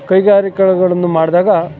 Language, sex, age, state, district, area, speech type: Kannada, male, 45-60, Karnataka, Chikkamagaluru, rural, spontaneous